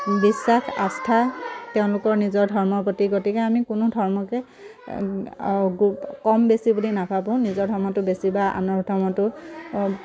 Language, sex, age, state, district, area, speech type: Assamese, female, 30-45, Assam, Dhemaji, rural, spontaneous